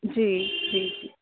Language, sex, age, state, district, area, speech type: Sindhi, male, 45-60, Uttar Pradesh, Lucknow, rural, conversation